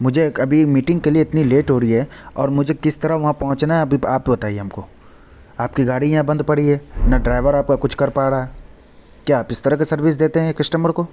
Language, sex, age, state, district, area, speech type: Urdu, male, 30-45, Uttar Pradesh, Lucknow, rural, spontaneous